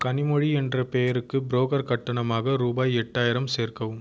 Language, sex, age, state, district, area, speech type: Tamil, male, 18-30, Tamil Nadu, Viluppuram, urban, read